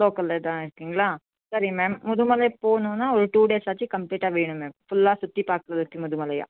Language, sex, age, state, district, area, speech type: Tamil, female, 30-45, Tamil Nadu, Nilgiris, urban, conversation